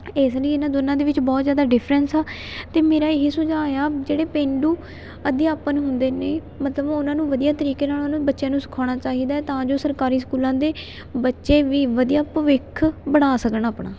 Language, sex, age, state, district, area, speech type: Punjabi, female, 18-30, Punjab, Fatehgarh Sahib, rural, spontaneous